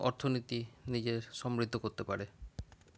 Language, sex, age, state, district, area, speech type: Bengali, male, 45-60, West Bengal, Paschim Bardhaman, urban, spontaneous